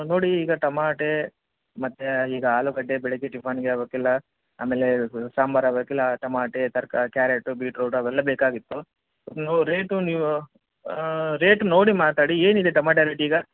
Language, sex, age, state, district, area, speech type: Kannada, male, 30-45, Karnataka, Bellary, rural, conversation